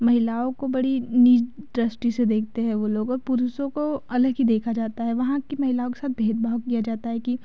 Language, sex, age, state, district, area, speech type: Hindi, female, 30-45, Madhya Pradesh, Betul, rural, spontaneous